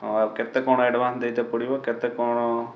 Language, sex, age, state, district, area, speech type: Odia, male, 45-60, Odisha, Balasore, rural, spontaneous